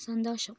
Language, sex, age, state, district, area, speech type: Malayalam, female, 18-30, Kerala, Kozhikode, rural, read